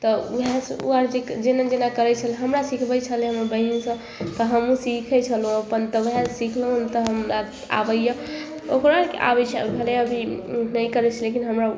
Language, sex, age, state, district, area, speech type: Maithili, female, 18-30, Bihar, Samastipur, urban, spontaneous